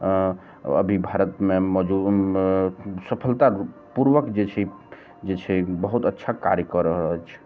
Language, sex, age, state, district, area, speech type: Maithili, male, 45-60, Bihar, Araria, rural, spontaneous